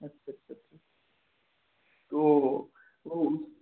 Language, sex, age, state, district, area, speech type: Hindi, male, 30-45, Madhya Pradesh, Balaghat, rural, conversation